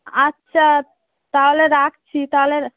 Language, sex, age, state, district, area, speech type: Bengali, female, 30-45, West Bengal, Darjeeling, urban, conversation